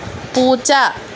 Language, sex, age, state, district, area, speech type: Malayalam, female, 18-30, Kerala, Kollam, urban, read